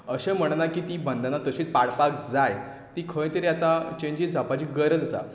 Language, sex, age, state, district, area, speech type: Goan Konkani, male, 18-30, Goa, Tiswadi, rural, spontaneous